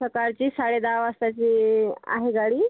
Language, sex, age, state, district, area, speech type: Marathi, female, 30-45, Maharashtra, Washim, rural, conversation